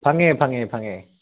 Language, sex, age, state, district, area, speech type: Manipuri, male, 18-30, Manipur, Kakching, rural, conversation